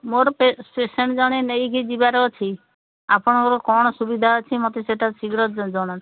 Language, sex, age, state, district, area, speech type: Odia, female, 60+, Odisha, Sambalpur, rural, conversation